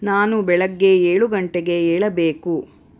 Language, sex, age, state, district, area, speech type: Kannada, female, 30-45, Karnataka, Davanagere, urban, read